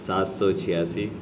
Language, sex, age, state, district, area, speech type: Urdu, male, 30-45, Delhi, South Delhi, rural, spontaneous